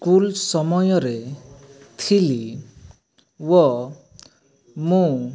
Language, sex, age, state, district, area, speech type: Odia, male, 18-30, Odisha, Rayagada, rural, spontaneous